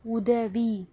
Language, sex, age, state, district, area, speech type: Tamil, female, 18-30, Tamil Nadu, Pudukkottai, rural, read